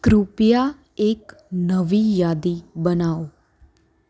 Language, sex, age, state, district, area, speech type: Gujarati, female, 18-30, Gujarat, Anand, urban, read